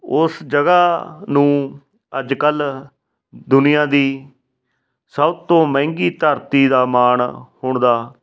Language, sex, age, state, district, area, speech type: Punjabi, male, 45-60, Punjab, Fatehgarh Sahib, rural, spontaneous